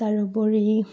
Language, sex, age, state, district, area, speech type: Assamese, female, 18-30, Assam, Barpeta, rural, spontaneous